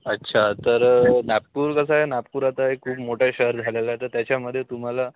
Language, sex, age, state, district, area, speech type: Marathi, male, 18-30, Maharashtra, Nagpur, rural, conversation